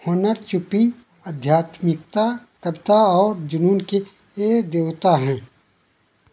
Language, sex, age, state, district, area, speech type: Hindi, male, 60+, Uttar Pradesh, Ayodhya, rural, read